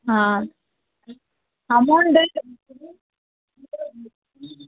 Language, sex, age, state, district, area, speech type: Tamil, female, 18-30, Tamil Nadu, Thoothukudi, rural, conversation